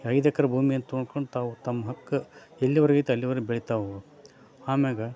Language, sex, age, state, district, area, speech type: Kannada, male, 30-45, Karnataka, Koppal, rural, spontaneous